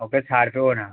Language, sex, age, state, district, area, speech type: Bengali, male, 18-30, West Bengal, Howrah, urban, conversation